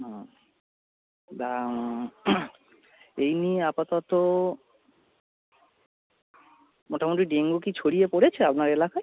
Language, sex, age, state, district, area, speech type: Bengali, male, 30-45, West Bengal, North 24 Parganas, urban, conversation